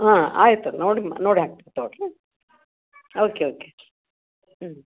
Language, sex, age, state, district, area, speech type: Kannada, female, 60+, Karnataka, Gadag, rural, conversation